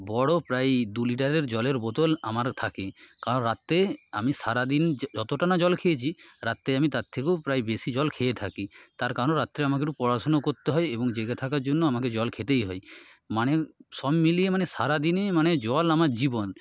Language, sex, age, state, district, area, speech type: Bengali, male, 30-45, West Bengal, Nadia, urban, spontaneous